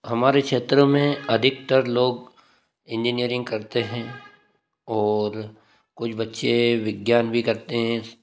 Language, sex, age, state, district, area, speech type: Hindi, male, 30-45, Madhya Pradesh, Ujjain, rural, spontaneous